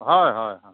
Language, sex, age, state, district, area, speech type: Assamese, male, 45-60, Assam, Biswanath, rural, conversation